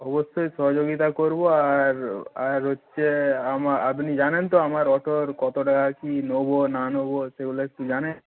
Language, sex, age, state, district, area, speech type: Bengali, male, 45-60, West Bengal, Nadia, rural, conversation